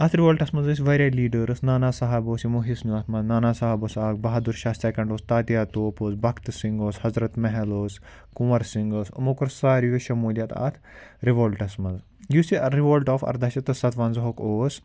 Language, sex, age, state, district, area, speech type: Kashmiri, male, 18-30, Jammu and Kashmir, Ganderbal, rural, spontaneous